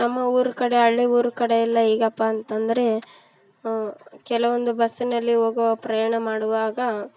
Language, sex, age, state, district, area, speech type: Kannada, female, 18-30, Karnataka, Vijayanagara, rural, spontaneous